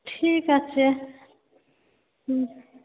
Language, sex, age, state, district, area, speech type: Bengali, female, 30-45, West Bengal, Purba Bardhaman, urban, conversation